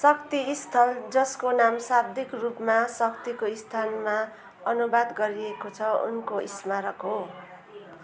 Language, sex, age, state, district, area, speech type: Nepali, female, 45-60, West Bengal, Jalpaiguri, urban, read